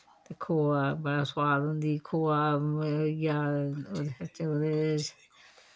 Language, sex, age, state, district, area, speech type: Dogri, female, 60+, Jammu and Kashmir, Samba, rural, spontaneous